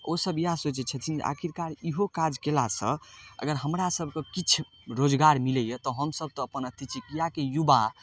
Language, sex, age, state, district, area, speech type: Maithili, male, 18-30, Bihar, Darbhanga, rural, spontaneous